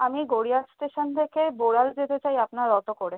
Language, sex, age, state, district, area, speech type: Bengali, female, 18-30, West Bengal, South 24 Parganas, urban, conversation